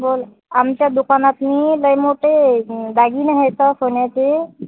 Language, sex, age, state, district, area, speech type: Marathi, female, 30-45, Maharashtra, Washim, rural, conversation